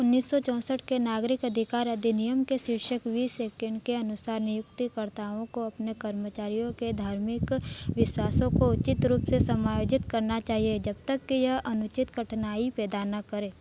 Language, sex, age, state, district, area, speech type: Hindi, female, 18-30, Madhya Pradesh, Ujjain, rural, read